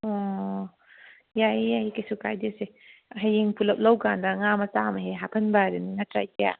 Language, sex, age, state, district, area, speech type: Manipuri, female, 30-45, Manipur, Kangpokpi, urban, conversation